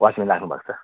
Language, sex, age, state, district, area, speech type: Nepali, male, 45-60, West Bengal, Jalpaiguri, rural, conversation